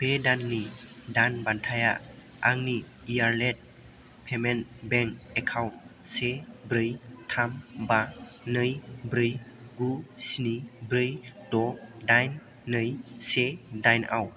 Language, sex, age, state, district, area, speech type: Bodo, male, 18-30, Assam, Chirang, rural, read